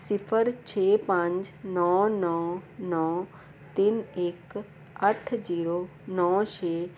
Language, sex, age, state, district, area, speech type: Punjabi, female, 45-60, Punjab, Jalandhar, urban, read